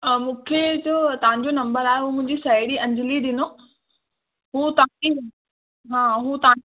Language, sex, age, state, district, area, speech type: Sindhi, female, 18-30, Rajasthan, Ajmer, rural, conversation